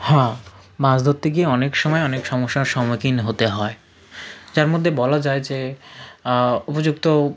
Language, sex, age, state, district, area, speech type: Bengali, male, 45-60, West Bengal, South 24 Parganas, rural, spontaneous